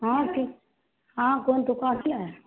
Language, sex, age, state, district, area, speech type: Odia, female, 60+, Odisha, Jajpur, rural, conversation